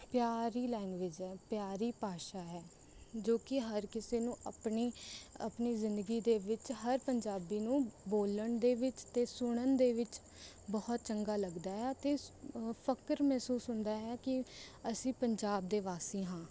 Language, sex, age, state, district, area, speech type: Punjabi, female, 18-30, Punjab, Rupnagar, urban, spontaneous